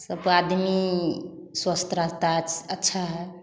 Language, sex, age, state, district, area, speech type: Hindi, female, 30-45, Bihar, Samastipur, rural, spontaneous